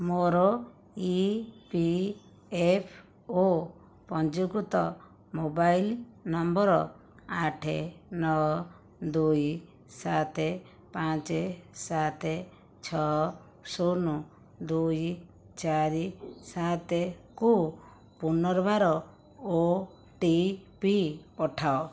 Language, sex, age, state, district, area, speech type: Odia, female, 60+, Odisha, Jajpur, rural, read